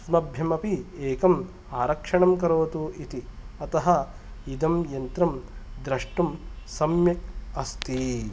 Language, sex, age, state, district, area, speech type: Sanskrit, male, 30-45, Karnataka, Kolar, rural, spontaneous